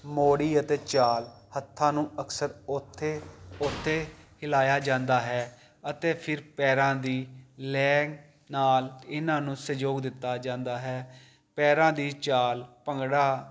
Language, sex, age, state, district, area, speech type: Punjabi, male, 45-60, Punjab, Jalandhar, urban, spontaneous